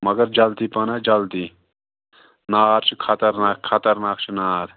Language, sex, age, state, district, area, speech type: Kashmiri, male, 18-30, Jammu and Kashmir, Pulwama, rural, conversation